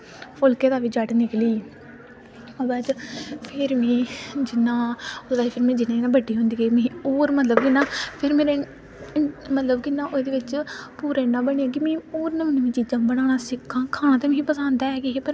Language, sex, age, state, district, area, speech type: Dogri, female, 18-30, Jammu and Kashmir, Samba, rural, spontaneous